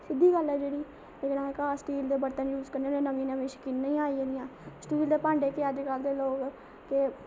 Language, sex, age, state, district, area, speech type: Dogri, female, 18-30, Jammu and Kashmir, Samba, rural, spontaneous